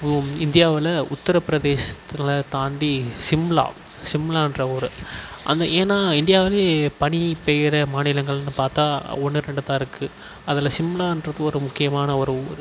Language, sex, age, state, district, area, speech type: Tamil, male, 18-30, Tamil Nadu, Tiruvannamalai, urban, spontaneous